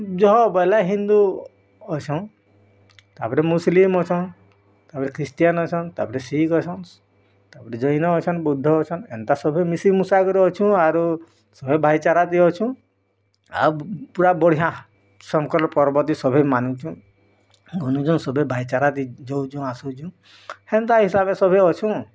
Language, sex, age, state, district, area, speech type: Odia, female, 30-45, Odisha, Bargarh, urban, spontaneous